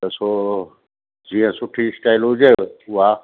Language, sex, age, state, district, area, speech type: Sindhi, male, 60+, Gujarat, Surat, urban, conversation